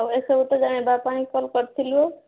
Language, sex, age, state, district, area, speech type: Odia, female, 30-45, Odisha, Sambalpur, rural, conversation